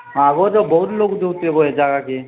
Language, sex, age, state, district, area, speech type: Odia, male, 45-60, Odisha, Nuapada, urban, conversation